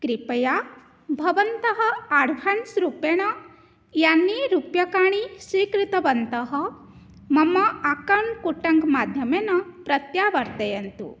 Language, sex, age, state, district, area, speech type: Sanskrit, female, 18-30, Odisha, Cuttack, rural, spontaneous